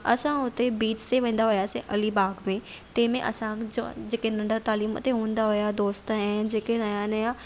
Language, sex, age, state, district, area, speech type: Sindhi, female, 18-30, Maharashtra, Thane, urban, spontaneous